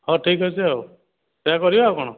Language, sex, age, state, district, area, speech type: Odia, male, 30-45, Odisha, Dhenkanal, rural, conversation